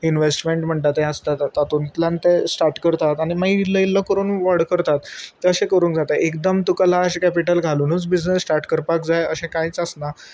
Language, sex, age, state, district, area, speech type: Goan Konkani, male, 30-45, Goa, Salcete, urban, spontaneous